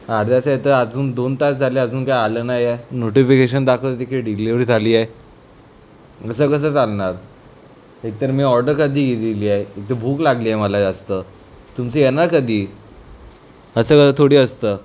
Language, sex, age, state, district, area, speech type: Marathi, male, 18-30, Maharashtra, Mumbai City, urban, spontaneous